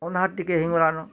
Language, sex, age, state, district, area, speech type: Odia, male, 60+, Odisha, Bargarh, urban, spontaneous